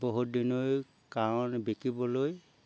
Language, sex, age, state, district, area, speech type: Assamese, male, 60+, Assam, Golaghat, urban, spontaneous